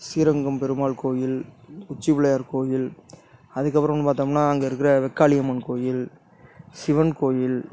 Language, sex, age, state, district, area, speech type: Tamil, male, 30-45, Tamil Nadu, Tiruchirappalli, rural, spontaneous